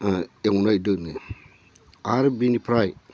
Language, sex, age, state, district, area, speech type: Bodo, male, 60+, Assam, Udalguri, rural, spontaneous